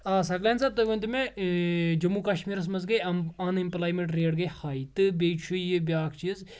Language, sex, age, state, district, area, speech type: Kashmiri, male, 18-30, Jammu and Kashmir, Anantnag, rural, spontaneous